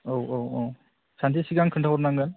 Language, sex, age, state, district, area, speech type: Bodo, male, 18-30, Assam, Kokrajhar, urban, conversation